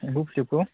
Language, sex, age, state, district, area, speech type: Bodo, male, 18-30, Assam, Kokrajhar, urban, conversation